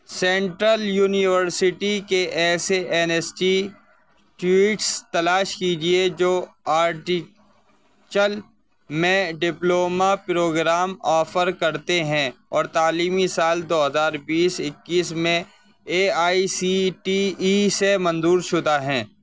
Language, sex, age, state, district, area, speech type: Urdu, male, 18-30, Uttar Pradesh, Saharanpur, urban, read